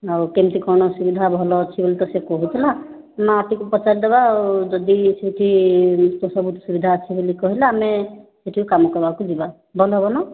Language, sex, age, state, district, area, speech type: Odia, female, 18-30, Odisha, Boudh, rural, conversation